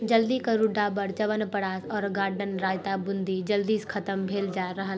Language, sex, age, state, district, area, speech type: Maithili, female, 18-30, Bihar, Purnia, rural, read